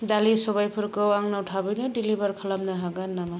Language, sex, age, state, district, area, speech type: Bodo, female, 30-45, Assam, Kokrajhar, rural, read